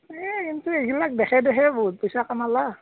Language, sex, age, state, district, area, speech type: Assamese, male, 18-30, Assam, Darrang, rural, conversation